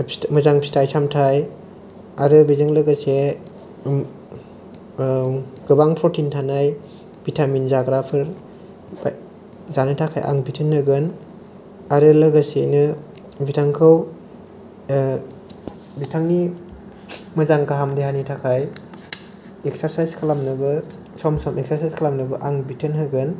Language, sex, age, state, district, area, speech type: Bodo, male, 18-30, Assam, Kokrajhar, rural, spontaneous